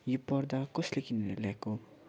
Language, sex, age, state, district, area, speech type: Nepali, male, 60+, West Bengal, Kalimpong, rural, spontaneous